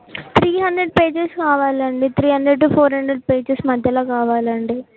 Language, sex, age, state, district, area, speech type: Telugu, female, 18-30, Telangana, Yadadri Bhuvanagiri, urban, conversation